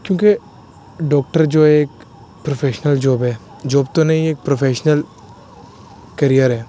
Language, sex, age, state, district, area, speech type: Urdu, male, 18-30, Uttar Pradesh, Aligarh, urban, spontaneous